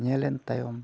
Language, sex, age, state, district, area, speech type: Santali, male, 45-60, Odisha, Mayurbhanj, rural, spontaneous